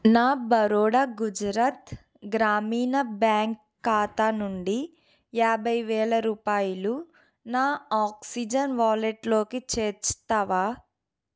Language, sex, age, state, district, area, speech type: Telugu, female, 30-45, Andhra Pradesh, Eluru, urban, read